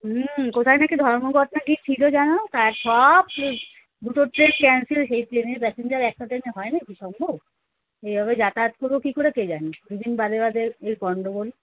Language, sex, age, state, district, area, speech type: Bengali, female, 45-60, West Bengal, Kolkata, urban, conversation